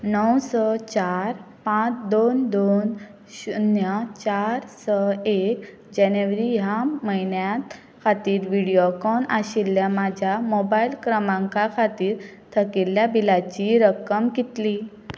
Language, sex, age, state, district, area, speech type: Goan Konkani, female, 18-30, Goa, Pernem, rural, read